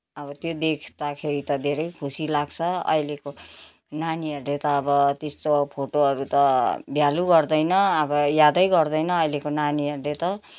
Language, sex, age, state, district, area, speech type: Nepali, female, 60+, West Bengal, Kalimpong, rural, spontaneous